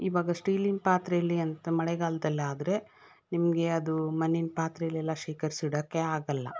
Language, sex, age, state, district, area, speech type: Kannada, female, 30-45, Karnataka, Davanagere, urban, spontaneous